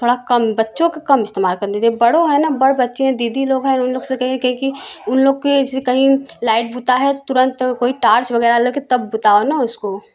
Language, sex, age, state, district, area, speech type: Hindi, female, 18-30, Uttar Pradesh, Prayagraj, urban, spontaneous